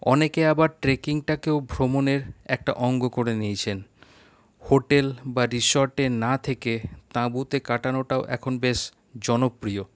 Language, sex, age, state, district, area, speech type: Bengali, male, 45-60, West Bengal, Paschim Bardhaman, urban, spontaneous